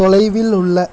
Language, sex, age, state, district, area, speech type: Tamil, male, 18-30, Tamil Nadu, Tirunelveli, rural, read